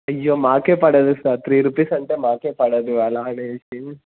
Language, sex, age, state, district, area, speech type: Telugu, male, 18-30, Telangana, Suryapet, urban, conversation